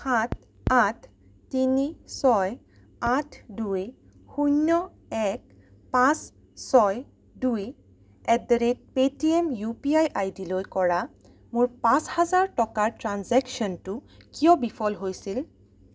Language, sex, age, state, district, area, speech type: Assamese, female, 18-30, Assam, Sonitpur, rural, read